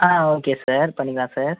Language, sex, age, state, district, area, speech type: Tamil, male, 18-30, Tamil Nadu, Ariyalur, rural, conversation